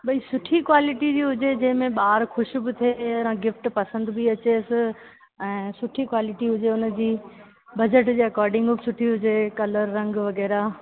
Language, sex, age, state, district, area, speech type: Sindhi, female, 30-45, Rajasthan, Ajmer, urban, conversation